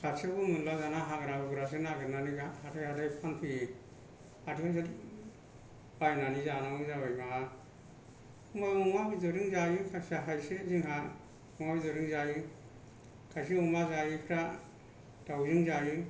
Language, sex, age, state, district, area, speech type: Bodo, male, 60+, Assam, Kokrajhar, rural, spontaneous